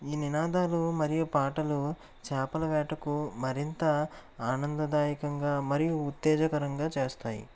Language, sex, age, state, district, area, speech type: Telugu, male, 18-30, Andhra Pradesh, Konaseema, rural, spontaneous